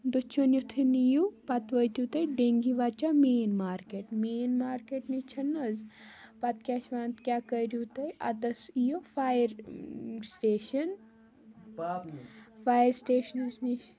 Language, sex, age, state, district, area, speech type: Kashmiri, female, 18-30, Jammu and Kashmir, Baramulla, rural, spontaneous